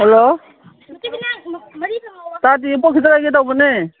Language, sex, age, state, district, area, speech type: Manipuri, female, 45-60, Manipur, Kangpokpi, urban, conversation